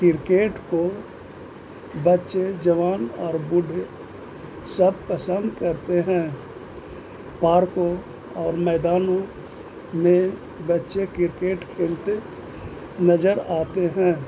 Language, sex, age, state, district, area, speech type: Urdu, male, 60+, Bihar, Gaya, urban, spontaneous